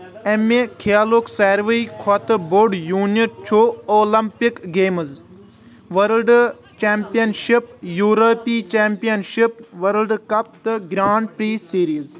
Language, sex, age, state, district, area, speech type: Kashmiri, male, 18-30, Jammu and Kashmir, Kulgam, rural, read